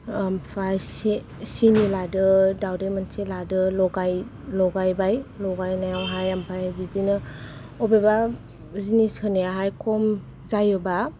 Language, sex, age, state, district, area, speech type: Bodo, female, 45-60, Assam, Kokrajhar, urban, spontaneous